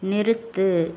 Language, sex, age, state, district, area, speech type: Tamil, female, 18-30, Tamil Nadu, Madurai, urban, read